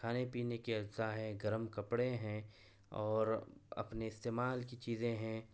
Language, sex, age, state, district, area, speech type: Urdu, male, 45-60, Telangana, Hyderabad, urban, spontaneous